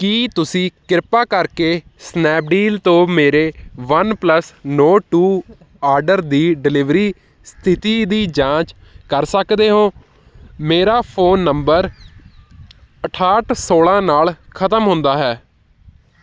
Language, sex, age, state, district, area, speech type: Punjabi, male, 18-30, Punjab, Hoshiarpur, urban, read